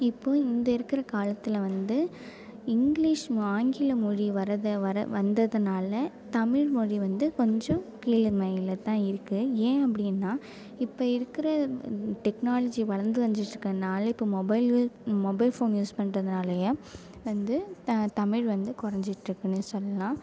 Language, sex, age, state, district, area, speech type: Tamil, female, 18-30, Tamil Nadu, Mayiladuthurai, urban, spontaneous